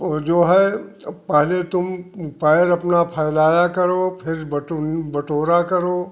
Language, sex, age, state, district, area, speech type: Hindi, male, 60+, Uttar Pradesh, Jaunpur, rural, spontaneous